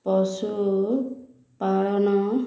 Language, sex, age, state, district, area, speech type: Odia, female, 30-45, Odisha, Ganjam, urban, spontaneous